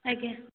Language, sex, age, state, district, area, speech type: Odia, female, 18-30, Odisha, Nayagarh, rural, conversation